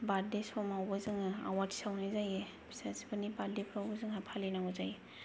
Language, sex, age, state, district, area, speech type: Bodo, female, 18-30, Assam, Kokrajhar, rural, spontaneous